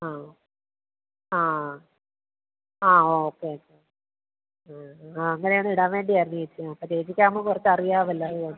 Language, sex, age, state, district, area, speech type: Malayalam, female, 30-45, Kerala, Alappuzha, rural, conversation